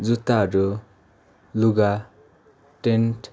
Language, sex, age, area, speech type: Nepali, male, 18-30, rural, spontaneous